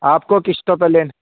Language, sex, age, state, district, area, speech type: Urdu, male, 18-30, Uttar Pradesh, Saharanpur, urban, conversation